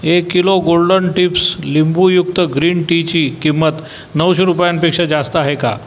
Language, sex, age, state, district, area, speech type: Marathi, male, 45-60, Maharashtra, Buldhana, rural, read